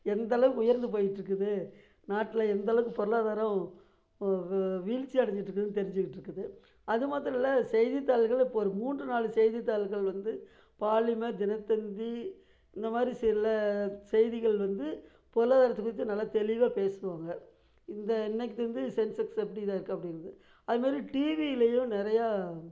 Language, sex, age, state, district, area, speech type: Tamil, female, 60+, Tamil Nadu, Namakkal, rural, spontaneous